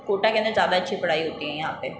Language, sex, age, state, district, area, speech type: Hindi, female, 18-30, Rajasthan, Jodhpur, urban, spontaneous